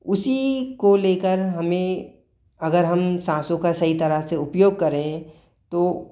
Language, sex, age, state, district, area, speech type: Hindi, male, 18-30, Madhya Pradesh, Bhopal, urban, spontaneous